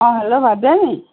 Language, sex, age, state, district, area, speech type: Assamese, female, 60+, Assam, Golaghat, urban, conversation